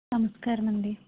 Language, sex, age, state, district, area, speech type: Telugu, female, 30-45, Andhra Pradesh, Eluru, rural, conversation